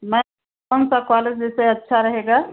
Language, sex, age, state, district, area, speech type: Hindi, female, 60+, Uttar Pradesh, Ayodhya, rural, conversation